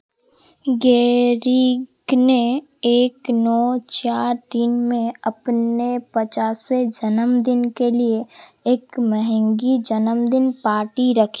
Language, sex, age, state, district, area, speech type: Hindi, female, 18-30, Madhya Pradesh, Seoni, urban, read